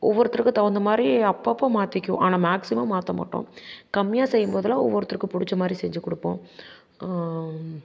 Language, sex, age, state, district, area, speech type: Tamil, female, 30-45, Tamil Nadu, Namakkal, rural, spontaneous